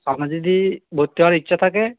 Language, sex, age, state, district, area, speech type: Bengali, male, 60+, West Bengal, Purba Bardhaman, rural, conversation